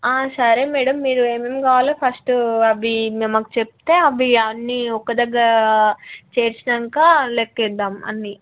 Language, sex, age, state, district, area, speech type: Telugu, female, 18-30, Telangana, Peddapalli, rural, conversation